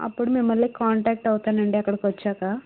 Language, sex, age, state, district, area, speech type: Telugu, female, 30-45, Andhra Pradesh, Vizianagaram, rural, conversation